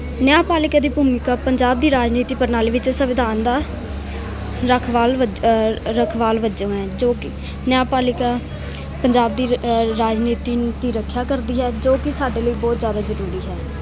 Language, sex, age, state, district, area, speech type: Punjabi, female, 18-30, Punjab, Mansa, urban, spontaneous